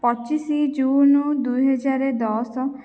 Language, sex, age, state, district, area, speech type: Odia, female, 18-30, Odisha, Jajpur, rural, spontaneous